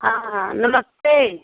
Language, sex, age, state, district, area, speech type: Hindi, female, 60+, Uttar Pradesh, Jaunpur, urban, conversation